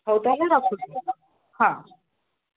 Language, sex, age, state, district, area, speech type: Odia, female, 60+, Odisha, Jharsuguda, rural, conversation